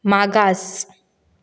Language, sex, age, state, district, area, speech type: Goan Konkani, female, 18-30, Goa, Canacona, rural, read